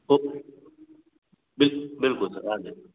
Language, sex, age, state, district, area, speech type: Hindi, male, 45-60, Madhya Pradesh, Gwalior, rural, conversation